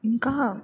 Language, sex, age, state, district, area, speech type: Telugu, female, 18-30, Andhra Pradesh, Bapatla, rural, spontaneous